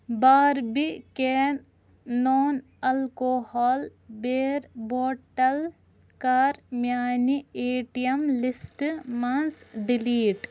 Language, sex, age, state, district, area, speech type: Kashmiri, female, 18-30, Jammu and Kashmir, Ganderbal, rural, read